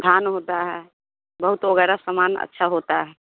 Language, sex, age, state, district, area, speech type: Hindi, female, 30-45, Bihar, Vaishali, rural, conversation